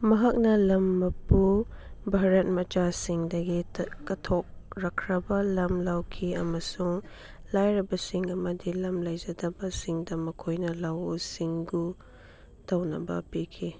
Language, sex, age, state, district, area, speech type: Manipuri, female, 30-45, Manipur, Chandel, rural, read